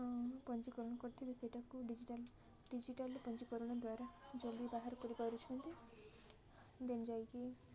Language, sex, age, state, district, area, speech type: Odia, female, 18-30, Odisha, Koraput, urban, spontaneous